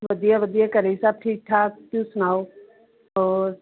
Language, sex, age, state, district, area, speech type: Punjabi, female, 30-45, Punjab, Mansa, urban, conversation